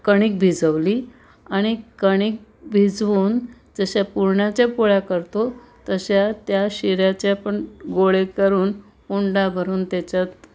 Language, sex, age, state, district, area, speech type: Marathi, female, 60+, Maharashtra, Pune, urban, spontaneous